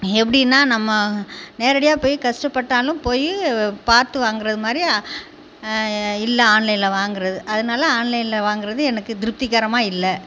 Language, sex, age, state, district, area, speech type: Tamil, female, 45-60, Tamil Nadu, Tiruchirappalli, rural, spontaneous